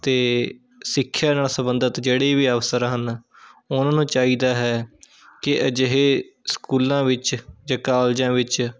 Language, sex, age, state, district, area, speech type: Punjabi, male, 18-30, Punjab, Shaheed Bhagat Singh Nagar, urban, spontaneous